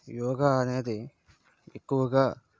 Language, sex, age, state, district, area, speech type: Telugu, male, 30-45, Andhra Pradesh, Vizianagaram, urban, spontaneous